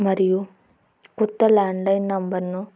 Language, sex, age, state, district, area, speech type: Telugu, female, 18-30, Andhra Pradesh, Nandyal, urban, spontaneous